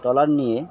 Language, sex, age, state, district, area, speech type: Bengali, male, 45-60, West Bengal, Birbhum, urban, spontaneous